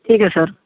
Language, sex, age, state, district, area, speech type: Hindi, male, 18-30, Uttar Pradesh, Sonbhadra, rural, conversation